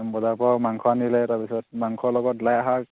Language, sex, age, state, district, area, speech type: Assamese, male, 18-30, Assam, Dibrugarh, urban, conversation